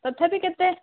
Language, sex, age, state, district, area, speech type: Odia, female, 45-60, Odisha, Bhadrak, rural, conversation